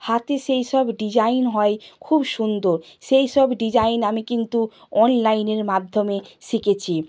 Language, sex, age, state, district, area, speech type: Bengali, female, 60+, West Bengal, Purba Medinipur, rural, spontaneous